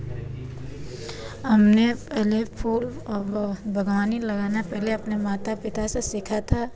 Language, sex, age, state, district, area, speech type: Hindi, female, 45-60, Uttar Pradesh, Varanasi, rural, spontaneous